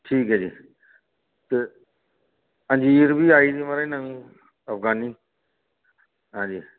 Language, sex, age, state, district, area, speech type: Dogri, male, 45-60, Jammu and Kashmir, Reasi, urban, conversation